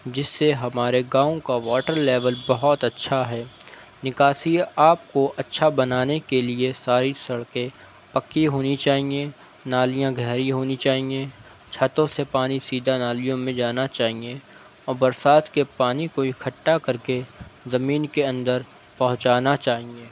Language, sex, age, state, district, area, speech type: Urdu, male, 18-30, Uttar Pradesh, Shahjahanpur, rural, spontaneous